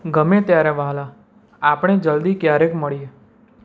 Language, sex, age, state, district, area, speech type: Gujarati, male, 18-30, Gujarat, Anand, urban, read